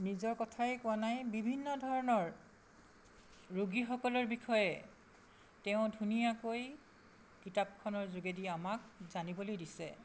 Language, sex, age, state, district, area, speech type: Assamese, female, 60+, Assam, Charaideo, urban, spontaneous